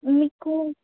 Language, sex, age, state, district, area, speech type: Telugu, female, 30-45, Andhra Pradesh, West Godavari, rural, conversation